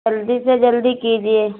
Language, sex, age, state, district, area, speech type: Hindi, female, 60+, Uttar Pradesh, Hardoi, rural, conversation